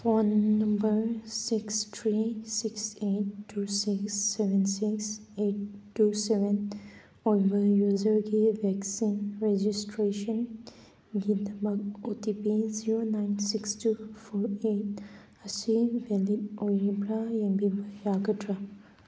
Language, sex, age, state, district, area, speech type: Manipuri, female, 18-30, Manipur, Kangpokpi, urban, read